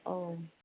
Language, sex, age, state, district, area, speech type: Bodo, female, 30-45, Assam, Kokrajhar, rural, conversation